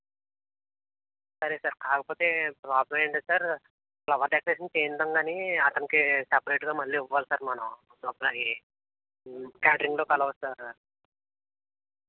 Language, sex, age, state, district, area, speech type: Telugu, male, 30-45, Andhra Pradesh, East Godavari, urban, conversation